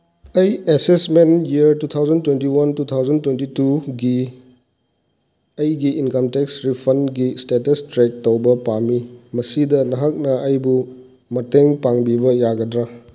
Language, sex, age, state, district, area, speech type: Manipuri, male, 45-60, Manipur, Chandel, rural, read